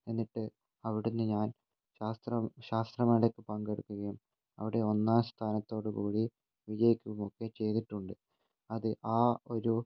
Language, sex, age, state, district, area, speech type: Malayalam, male, 18-30, Kerala, Kannur, rural, spontaneous